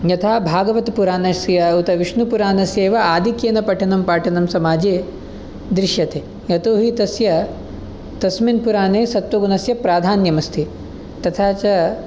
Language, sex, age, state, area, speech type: Sanskrit, male, 18-30, Delhi, urban, spontaneous